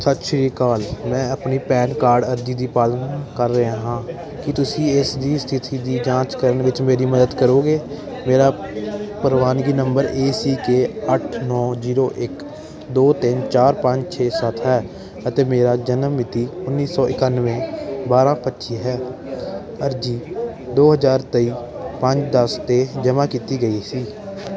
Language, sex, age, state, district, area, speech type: Punjabi, male, 18-30, Punjab, Ludhiana, urban, read